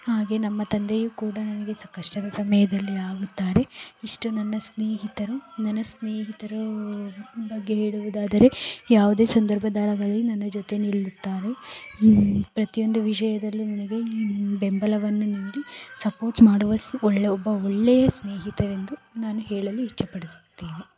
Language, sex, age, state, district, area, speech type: Kannada, female, 45-60, Karnataka, Tumkur, rural, spontaneous